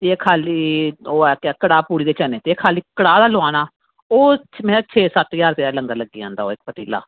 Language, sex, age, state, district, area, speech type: Dogri, female, 30-45, Jammu and Kashmir, Jammu, urban, conversation